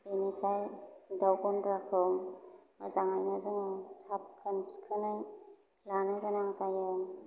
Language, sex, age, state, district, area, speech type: Bodo, female, 30-45, Assam, Chirang, urban, spontaneous